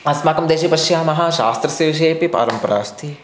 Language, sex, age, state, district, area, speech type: Sanskrit, male, 18-30, Karnataka, Chikkamagaluru, rural, spontaneous